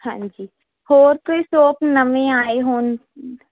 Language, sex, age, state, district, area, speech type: Punjabi, female, 18-30, Punjab, Fazilka, urban, conversation